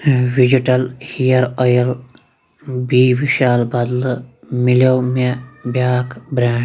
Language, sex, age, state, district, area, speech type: Kashmiri, male, 18-30, Jammu and Kashmir, Kulgam, rural, read